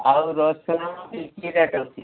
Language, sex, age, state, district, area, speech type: Odia, male, 60+, Odisha, Mayurbhanj, rural, conversation